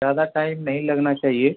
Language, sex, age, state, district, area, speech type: Hindi, male, 30-45, Uttar Pradesh, Ghazipur, urban, conversation